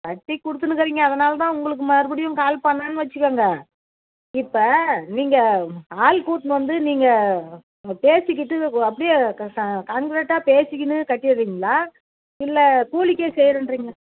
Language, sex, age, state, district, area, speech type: Tamil, female, 45-60, Tamil Nadu, Dharmapuri, rural, conversation